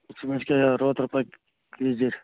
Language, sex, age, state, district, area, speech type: Kannada, male, 45-60, Karnataka, Bagalkot, rural, conversation